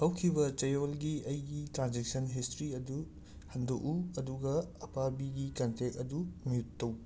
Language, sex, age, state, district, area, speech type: Manipuri, male, 30-45, Manipur, Imphal West, urban, read